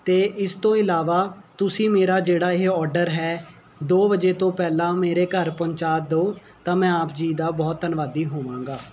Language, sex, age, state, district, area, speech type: Punjabi, male, 18-30, Punjab, Mohali, urban, spontaneous